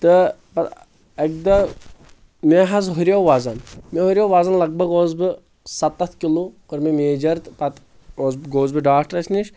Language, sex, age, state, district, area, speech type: Kashmiri, male, 18-30, Jammu and Kashmir, Anantnag, rural, spontaneous